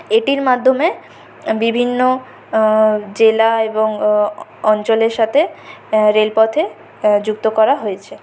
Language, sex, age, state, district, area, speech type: Bengali, female, 30-45, West Bengal, Purulia, urban, spontaneous